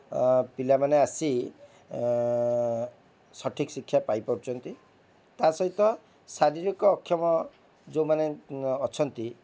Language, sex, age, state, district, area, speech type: Odia, male, 45-60, Odisha, Cuttack, urban, spontaneous